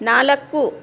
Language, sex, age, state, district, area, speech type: Kannada, female, 60+, Karnataka, Bangalore Rural, rural, read